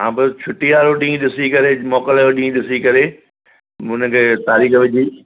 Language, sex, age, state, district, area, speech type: Sindhi, male, 60+, Maharashtra, Thane, urban, conversation